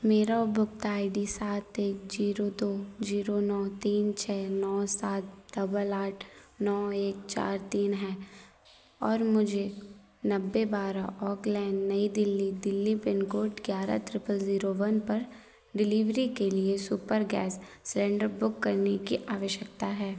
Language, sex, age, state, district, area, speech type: Hindi, female, 18-30, Madhya Pradesh, Narsinghpur, rural, read